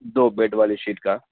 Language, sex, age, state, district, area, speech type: Urdu, male, 30-45, Bihar, Araria, rural, conversation